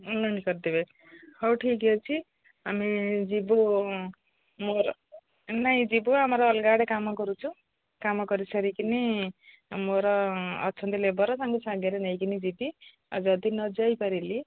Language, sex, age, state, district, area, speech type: Odia, female, 60+, Odisha, Gajapati, rural, conversation